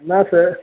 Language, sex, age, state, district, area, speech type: Malayalam, male, 18-30, Kerala, Kasaragod, rural, conversation